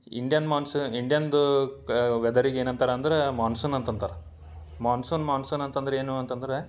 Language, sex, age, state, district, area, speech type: Kannada, male, 18-30, Karnataka, Bidar, urban, spontaneous